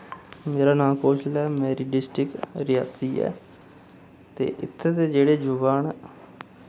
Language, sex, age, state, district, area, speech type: Dogri, male, 30-45, Jammu and Kashmir, Reasi, rural, spontaneous